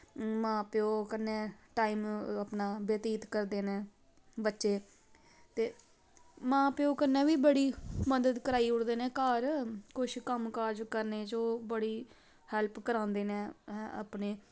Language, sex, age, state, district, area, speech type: Dogri, female, 18-30, Jammu and Kashmir, Samba, rural, spontaneous